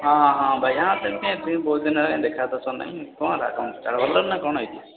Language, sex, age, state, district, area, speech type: Odia, male, 18-30, Odisha, Puri, urban, conversation